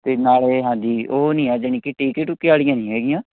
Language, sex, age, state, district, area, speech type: Punjabi, male, 18-30, Punjab, Shaheed Bhagat Singh Nagar, rural, conversation